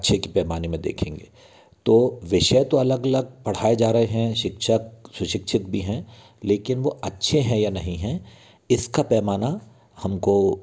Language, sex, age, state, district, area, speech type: Hindi, male, 60+, Madhya Pradesh, Bhopal, urban, spontaneous